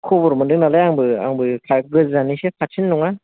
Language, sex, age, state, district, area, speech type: Bodo, male, 18-30, Assam, Kokrajhar, rural, conversation